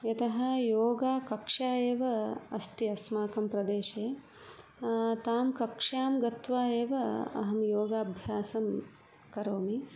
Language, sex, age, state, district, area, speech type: Sanskrit, female, 45-60, Karnataka, Udupi, rural, spontaneous